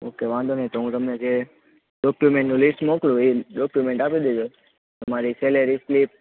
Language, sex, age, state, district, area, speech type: Gujarati, male, 18-30, Gujarat, Junagadh, urban, conversation